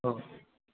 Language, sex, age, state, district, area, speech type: Marathi, male, 18-30, Maharashtra, Sindhudurg, rural, conversation